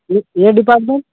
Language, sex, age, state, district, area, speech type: Telugu, male, 18-30, Telangana, Khammam, urban, conversation